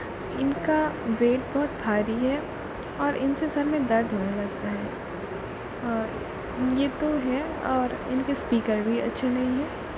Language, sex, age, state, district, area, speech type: Urdu, female, 18-30, Uttar Pradesh, Aligarh, urban, spontaneous